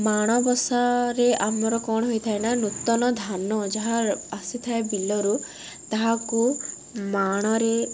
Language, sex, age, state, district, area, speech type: Odia, female, 18-30, Odisha, Rayagada, rural, spontaneous